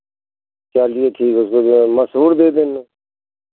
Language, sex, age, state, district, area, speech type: Hindi, male, 45-60, Uttar Pradesh, Pratapgarh, rural, conversation